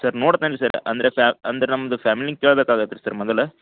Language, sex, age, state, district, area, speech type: Kannada, male, 18-30, Karnataka, Dharwad, urban, conversation